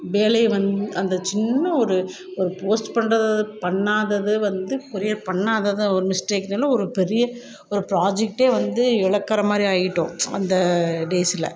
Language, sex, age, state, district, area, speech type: Tamil, female, 45-60, Tamil Nadu, Tiruppur, rural, spontaneous